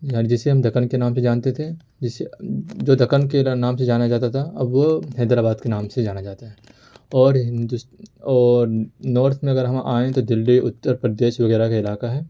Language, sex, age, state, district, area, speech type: Urdu, male, 18-30, Uttar Pradesh, Ghaziabad, urban, spontaneous